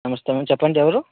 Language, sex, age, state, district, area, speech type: Telugu, male, 30-45, Andhra Pradesh, Vizianagaram, urban, conversation